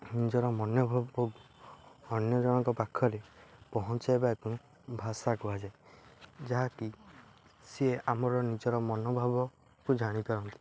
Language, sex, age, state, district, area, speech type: Odia, male, 18-30, Odisha, Jagatsinghpur, urban, spontaneous